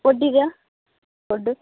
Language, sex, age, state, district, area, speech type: Kannada, female, 30-45, Karnataka, Vijayanagara, rural, conversation